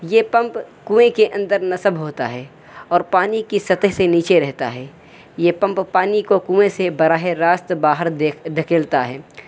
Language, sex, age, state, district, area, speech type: Urdu, male, 18-30, Uttar Pradesh, Saharanpur, urban, spontaneous